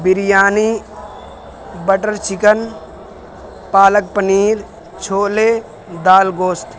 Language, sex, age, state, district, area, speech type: Urdu, male, 18-30, Uttar Pradesh, Balrampur, rural, spontaneous